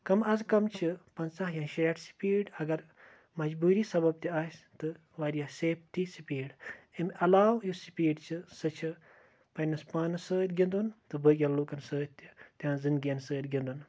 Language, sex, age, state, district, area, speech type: Kashmiri, male, 18-30, Jammu and Kashmir, Kupwara, rural, spontaneous